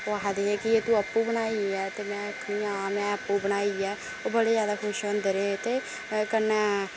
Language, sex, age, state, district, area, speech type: Dogri, female, 18-30, Jammu and Kashmir, Samba, rural, spontaneous